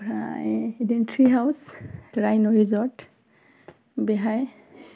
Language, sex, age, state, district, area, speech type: Bodo, female, 18-30, Assam, Udalguri, urban, spontaneous